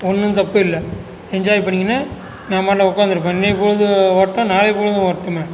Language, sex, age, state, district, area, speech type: Tamil, male, 45-60, Tamil Nadu, Cuddalore, rural, spontaneous